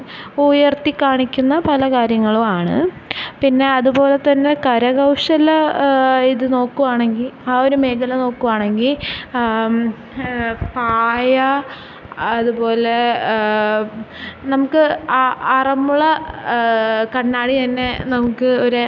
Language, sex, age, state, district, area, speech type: Malayalam, female, 18-30, Kerala, Thiruvananthapuram, urban, spontaneous